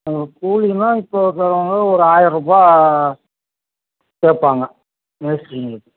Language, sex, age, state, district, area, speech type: Tamil, male, 60+, Tamil Nadu, Dharmapuri, urban, conversation